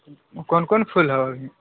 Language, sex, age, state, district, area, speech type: Maithili, male, 45-60, Bihar, Purnia, rural, conversation